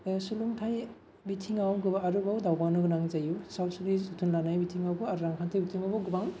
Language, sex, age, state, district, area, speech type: Bodo, male, 30-45, Assam, Kokrajhar, urban, spontaneous